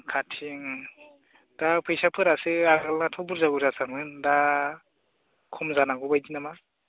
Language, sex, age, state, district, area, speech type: Bodo, male, 18-30, Assam, Baksa, rural, conversation